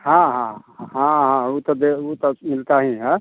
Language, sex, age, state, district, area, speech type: Hindi, male, 60+, Bihar, Samastipur, urban, conversation